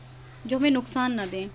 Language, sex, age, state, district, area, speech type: Urdu, female, 30-45, Delhi, South Delhi, urban, spontaneous